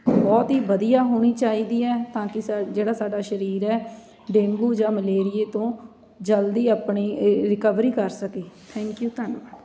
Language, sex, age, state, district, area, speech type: Punjabi, female, 30-45, Punjab, Patiala, urban, spontaneous